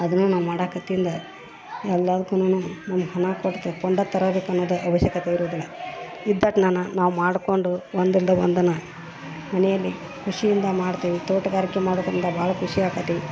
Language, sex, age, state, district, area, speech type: Kannada, female, 45-60, Karnataka, Dharwad, rural, spontaneous